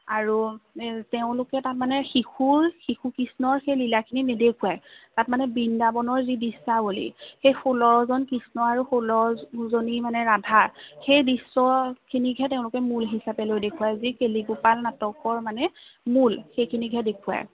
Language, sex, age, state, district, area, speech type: Assamese, female, 18-30, Assam, Majuli, urban, conversation